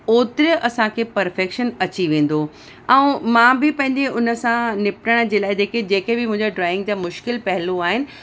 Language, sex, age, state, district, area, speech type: Sindhi, female, 30-45, Uttar Pradesh, Lucknow, urban, spontaneous